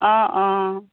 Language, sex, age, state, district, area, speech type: Assamese, female, 45-60, Assam, Sivasagar, rural, conversation